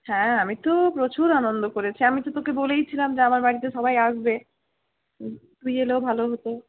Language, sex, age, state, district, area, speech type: Bengali, female, 60+, West Bengal, Purulia, urban, conversation